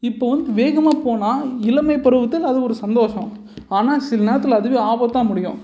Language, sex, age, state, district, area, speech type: Tamil, male, 18-30, Tamil Nadu, Salem, urban, spontaneous